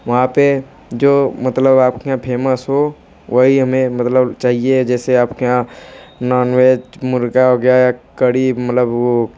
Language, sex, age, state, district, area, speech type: Hindi, male, 18-30, Uttar Pradesh, Mirzapur, rural, spontaneous